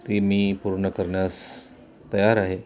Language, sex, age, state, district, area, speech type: Marathi, male, 45-60, Maharashtra, Nashik, urban, spontaneous